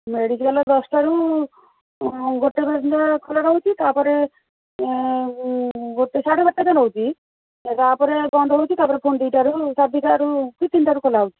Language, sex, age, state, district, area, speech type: Odia, female, 45-60, Odisha, Rayagada, rural, conversation